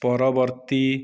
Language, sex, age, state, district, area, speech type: Odia, male, 18-30, Odisha, Subarnapur, urban, read